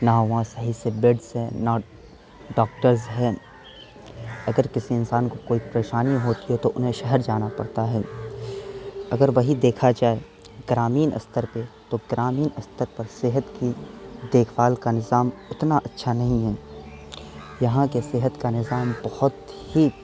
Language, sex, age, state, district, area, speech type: Urdu, male, 18-30, Bihar, Saharsa, rural, spontaneous